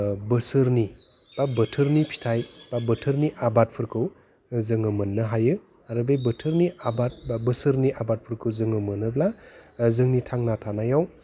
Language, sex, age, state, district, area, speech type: Bodo, male, 30-45, Assam, Udalguri, urban, spontaneous